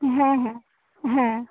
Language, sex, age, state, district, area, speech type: Bengali, female, 30-45, West Bengal, Dakshin Dinajpur, urban, conversation